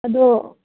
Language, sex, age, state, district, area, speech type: Manipuri, female, 30-45, Manipur, Kangpokpi, urban, conversation